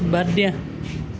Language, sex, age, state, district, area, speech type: Assamese, male, 45-60, Assam, Lakhimpur, rural, read